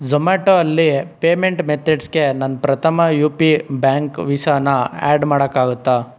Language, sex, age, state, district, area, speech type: Kannada, male, 45-60, Karnataka, Chikkaballapur, rural, read